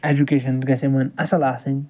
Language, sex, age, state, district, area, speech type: Kashmiri, male, 60+, Jammu and Kashmir, Ganderbal, urban, spontaneous